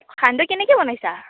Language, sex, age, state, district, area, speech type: Assamese, female, 18-30, Assam, Kamrup Metropolitan, rural, conversation